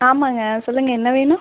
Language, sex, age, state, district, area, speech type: Tamil, female, 18-30, Tamil Nadu, Erode, rural, conversation